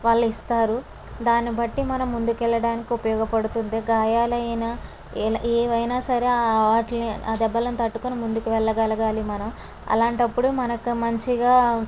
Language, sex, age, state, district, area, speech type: Telugu, female, 30-45, Andhra Pradesh, Kakinada, urban, spontaneous